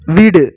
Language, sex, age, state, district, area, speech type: Tamil, male, 18-30, Tamil Nadu, Krishnagiri, rural, read